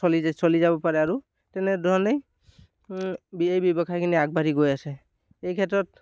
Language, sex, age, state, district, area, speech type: Assamese, male, 18-30, Assam, Dibrugarh, urban, spontaneous